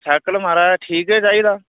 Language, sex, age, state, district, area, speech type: Dogri, male, 30-45, Jammu and Kashmir, Udhampur, urban, conversation